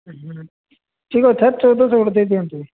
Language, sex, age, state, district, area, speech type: Odia, male, 18-30, Odisha, Nabarangpur, urban, conversation